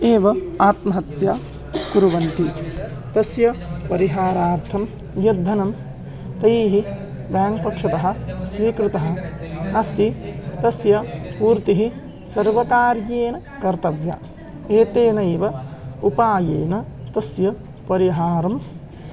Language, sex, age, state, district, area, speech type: Sanskrit, male, 18-30, Maharashtra, Beed, urban, spontaneous